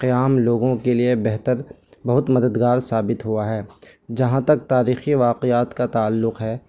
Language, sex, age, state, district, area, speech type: Urdu, male, 18-30, Delhi, New Delhi, rural, spontaneous